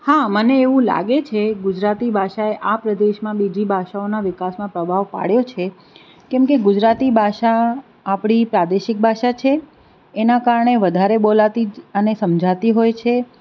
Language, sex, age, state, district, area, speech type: Gujarati, female, 45-60, Gujarat, Anand, urban, spontaneous